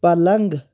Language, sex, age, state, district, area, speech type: Kashmiri, male, 30-45, Jammu and Kashmir, Baramulla, urban, read